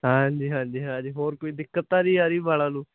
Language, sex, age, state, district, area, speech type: Punjabi, male, 18-30, Punjab, Hoshiarpur, rural, conversation